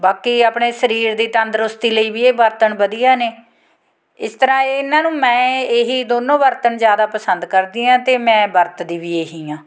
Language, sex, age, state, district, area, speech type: Punjabi, female, 45-60, Punjab, Fatehgarh Sahib, rural, spontaneous